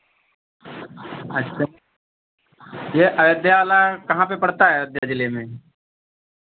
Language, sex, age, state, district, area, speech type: Hindi, male, 45-60, Uttar Pradesh, Ayodhya, rural, conversation